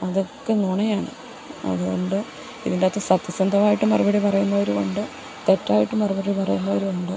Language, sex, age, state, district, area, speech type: Malayalam, female, 30-45, Kerala, Idukki, rural, spontaneous